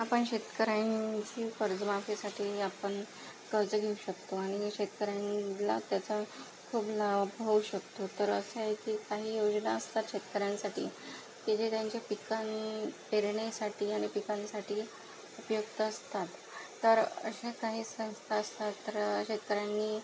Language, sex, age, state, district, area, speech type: Marathi, female, 18-30, Maharashtra, Akola, rural, spontaneous